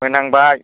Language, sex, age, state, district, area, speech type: Bodo, male, 60+, Assam, Chirang, rural, conversation